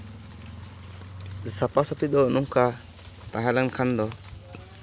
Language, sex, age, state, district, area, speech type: Santali, male, 30-45, West Bengal, Bankura, rural, spontaneous